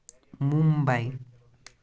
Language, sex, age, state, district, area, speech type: Kashmiri, male, 18-30, Jammu and Kashmir, Baramulla, rural, spontaneous